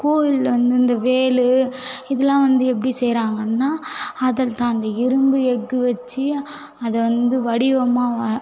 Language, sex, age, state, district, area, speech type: Tamil, female, 18-30, Tamil Nadu, Tiruvannamalai, urban, spontaneous